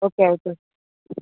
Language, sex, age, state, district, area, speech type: Telugu, female, 45-60, Andhra Pradesh, Visakhapatnam, urban, conversation